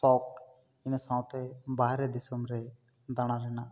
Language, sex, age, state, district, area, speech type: Santali, male, 18-30, West Bengal, Bankura, rural, spontaneous